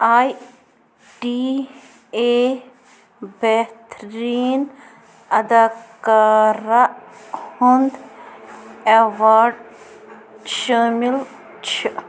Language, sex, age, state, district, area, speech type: Kashmiri, female, 18-30, Jammu and Kashmir, Bandipora, rural, read